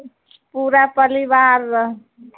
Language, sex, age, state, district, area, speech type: Maithili, female, 18-30, Bihar, Samastipur, rural, conversation